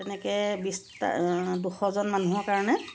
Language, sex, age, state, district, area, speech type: Assamese, female, 45-60, Assam, Lakhimpur, rural, spontaneous